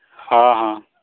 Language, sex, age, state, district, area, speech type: Santali, male, 30-45, Jharkhand, East Singhbhum, rural, conversation